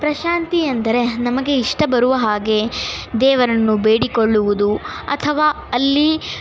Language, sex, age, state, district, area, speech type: Kannada, other, 18-30, Karnataka, Bangalore Urban, urban, spontaneous